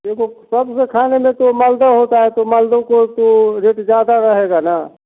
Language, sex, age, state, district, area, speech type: Hindi, male, 45-60, Bihar, Samastipur, rural, conversation